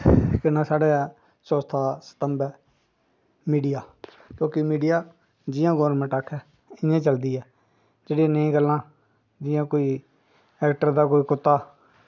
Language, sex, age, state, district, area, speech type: Dogri, male, 45-60, Jammu and Kashmir, Jammu, rural, spontaneous